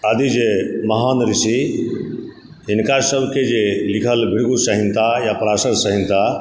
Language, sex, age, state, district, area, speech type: Maithili, male, 45-60, Bihar, Supaul, rural, spontaneous